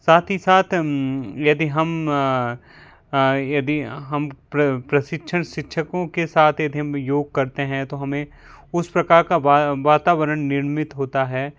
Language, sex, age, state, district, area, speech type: Hindi, male, 45-60, Madhya Pradesh, Bhopal, urban, spontaneous